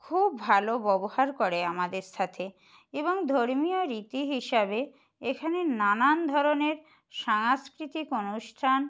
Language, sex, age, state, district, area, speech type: Bengali, female, 60+, West Bengal, Purba Medinipur, rural, spontaneous